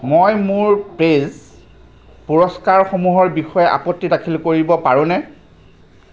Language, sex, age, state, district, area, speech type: Assamese, male, 45-60, Assam, Jorhat, urban, read